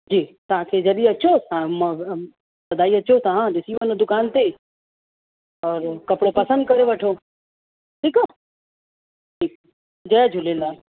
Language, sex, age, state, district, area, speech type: Sindhi, female, 30-45, Uttar Pradesh, Lucknow, urban, conversation